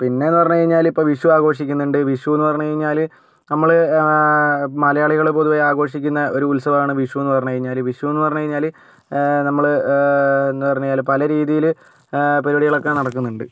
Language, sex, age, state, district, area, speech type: Malayalam, male, 45-60, Kerala, Kozhikode, urban, spontaneous